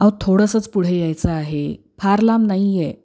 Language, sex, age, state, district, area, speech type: Marathi, female, 30-45, Maharashtra, Pune, urban, spontaneous